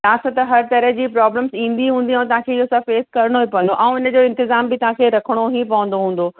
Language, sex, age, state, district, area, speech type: Sindhi, female, 18-30, Uttar Pradesh, Lucknow, urban, conversation